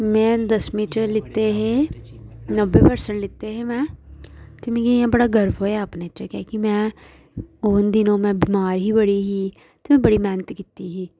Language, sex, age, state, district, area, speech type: Dogri, female, 18-30, Jammu and Kashmir, Jammu, rural, spontaneous